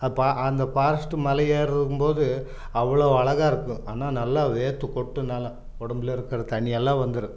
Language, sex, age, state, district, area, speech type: Tamil, male, 60+, Tamil Nadu, Coimbatore, urban, spontaneous